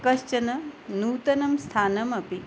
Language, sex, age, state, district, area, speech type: Sanskrit, female, 60+, Maharashtra, Nagpur, urban, spontaneous